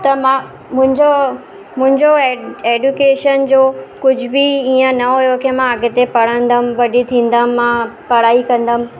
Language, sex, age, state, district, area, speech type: Sindhi, female, 30-45, Maharashtra, Mumbai Suburban, urban, spontaneous